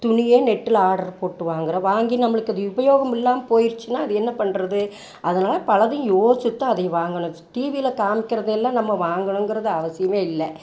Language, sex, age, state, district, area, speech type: Tamil, female, 60+, Tamil Nadu, Coimbatore, rural, spontaneous